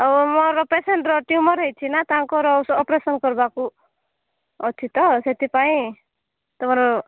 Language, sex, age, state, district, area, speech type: Odia, female, 18-30, Odisha, Nabarangpur, urban, conversation